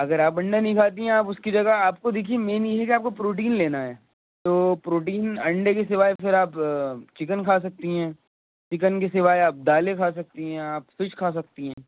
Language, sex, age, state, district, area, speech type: Urdu, male, 18-30, Uttar Pradesh, Rampur, urban, conversation